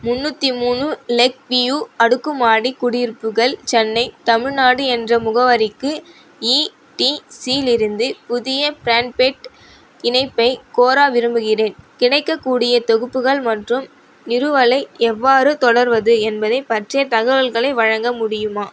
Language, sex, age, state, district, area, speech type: Tamil, female, 18-30, Tamil Nadu, Vellore, urban, read